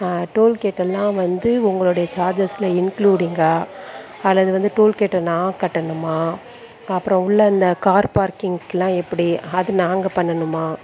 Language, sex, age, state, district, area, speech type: Tamil, female, 30-45, Tamil Nadu, Perambalur, rural, spontaneous